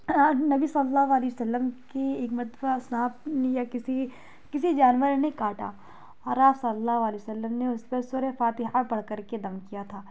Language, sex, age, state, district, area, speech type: Urdu, female, 30-45, Uttar Pradesh, Lucknow, rural, spontaneous